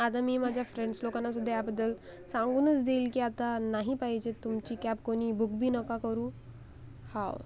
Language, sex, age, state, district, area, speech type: Marathi, female, 18-30, Maharashtra, Akola, urban, spontaneous